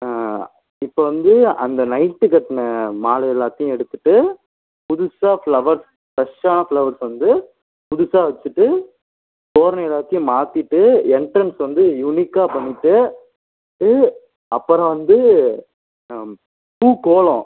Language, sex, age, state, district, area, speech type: Tamil, male, 18-30, Tamil Nadu, Ariyalur, rural, conversation